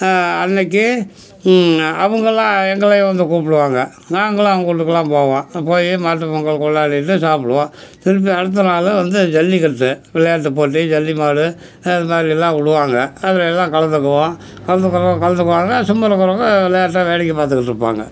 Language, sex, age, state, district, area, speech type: Tamil, male, 60+, Tamil Nadu, Tiruchirappalli, rural, spontaneous